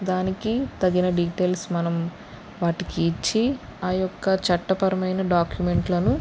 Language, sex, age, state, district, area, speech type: Telugu, female, 45-60, Andhra Pradesh, West Godavari, rural, spontaneous